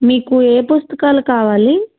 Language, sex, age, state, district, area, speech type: Telugu, female, 18-30, Andhra Pradesh, Krishna, urban, conversation